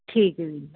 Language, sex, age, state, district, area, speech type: Punjabi, female, 30-45, Punjab, Firozpur, rural, conversation